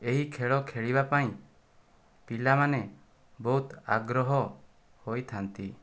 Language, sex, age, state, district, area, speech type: Odia, male, 18-30, Odisha, Kandhamal, rural, spontaneous